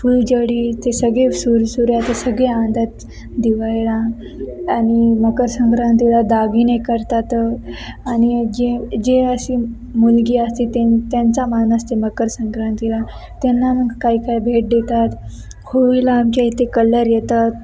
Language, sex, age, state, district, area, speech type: Marathi, female, 18-30, Maharashtra, Nanded, urban, spontaneous